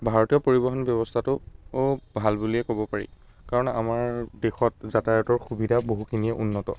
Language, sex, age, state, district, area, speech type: Assamese, male, 30-45, Assam, Biswanath, rural, spontaneous